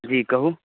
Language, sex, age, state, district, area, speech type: Maithili, male, 18-30, Bihar, Saharsa, rural, conversation